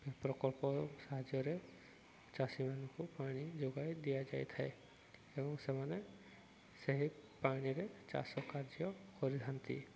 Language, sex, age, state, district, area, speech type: Odia, male, 18-30, Odisha, Subarnapur, urban, spontaneous